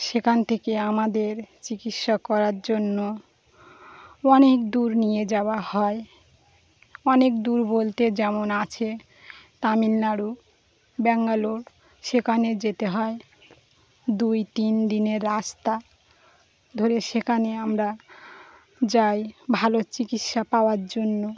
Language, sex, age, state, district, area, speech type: Bengali, female, 30-45, West Bengal, Birbhum, urban, spontaneous